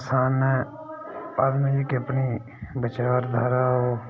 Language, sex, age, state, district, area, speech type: Dogri, male, 30-45, Jammu and Kashmir, Udhampur, rural, spontaneous